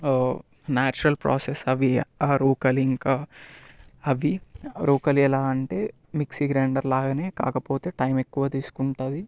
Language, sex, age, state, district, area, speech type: Telugu, male, 18-30, Telangana, Vikarabad, urban, spontaneous